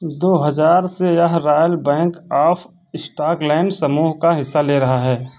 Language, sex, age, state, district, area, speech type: Hindi, male, 60+, Uttar Pradesh, Ayodhya, rural, read